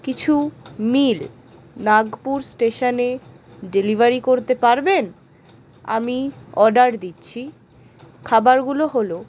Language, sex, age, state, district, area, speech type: Bengali, female, 18-30, West Bengal, Howrah, urban, spontaneous